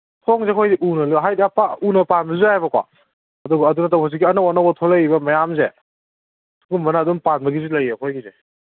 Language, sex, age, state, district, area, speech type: Manipuri, male, 18-30, Manipur, Kangpokpi, urban, conversation